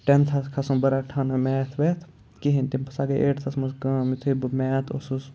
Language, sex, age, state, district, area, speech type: Kashmiri, male, 18-30, Jammu and Kashmir, Ganderbal, rural, spontaneous